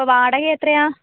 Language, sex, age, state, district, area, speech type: Malayalam, female, 18-30, Kerala, Kozhikode, rural, conversation